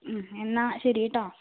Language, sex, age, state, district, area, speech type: Malayalam, female, 45-60, Kerala, Wayanad, rural, conversation